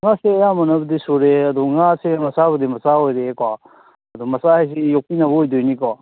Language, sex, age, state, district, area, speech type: Manipuri, male, 30-45, Manipur, Kakching, rural, conversation